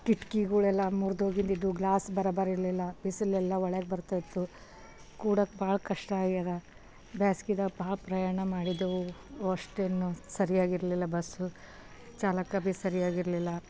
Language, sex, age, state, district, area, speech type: Kannada, female, 30-45, Karnataka, Bidar, urban, spontaneous